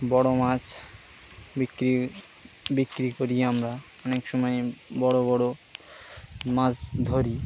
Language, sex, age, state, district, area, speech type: Bengali, male, 18-30, West Bengal, Birbhum, urban, spontaneous